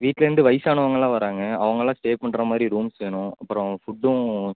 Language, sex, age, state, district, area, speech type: Tamil, male, 18-30, Tamil Nadu, Tiruppur, rural, conversation